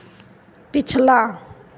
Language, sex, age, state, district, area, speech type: Hindi, female, 60+, Bihar, Madhepura, rural, read